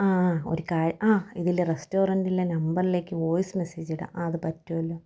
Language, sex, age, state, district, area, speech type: Malayalam, female, 30-45, Kerala, Thiruvananthapuram, rural, spontaneous